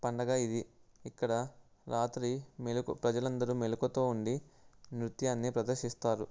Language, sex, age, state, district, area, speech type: Telugu, male, 18-30, Andhra Pradesh, Nellore, rural, spontaneous